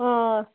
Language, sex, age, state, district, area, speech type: Kashmiri, female, 30-45, Jammu and Kashmir, Ganderbal, rural, conversation